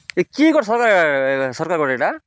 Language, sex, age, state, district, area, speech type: Odia, male, 45-60, Odisha, Malkangiri, urban, spontaneous